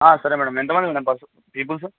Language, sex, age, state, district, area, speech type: Telugu, male, 18-30, Andhra Pradesh, Anantapur, urban, conversation